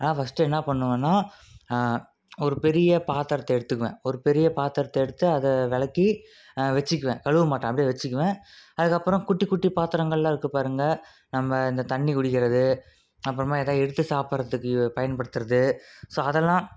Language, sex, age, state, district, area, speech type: Tamil, male, 18-30, Tamil Nadu, Salem, urban, spontaneous